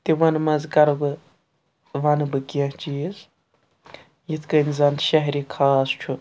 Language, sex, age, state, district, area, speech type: Kashmiri, male, 60+, Jammu and Kashmir, Srinagar, urban, spontaneous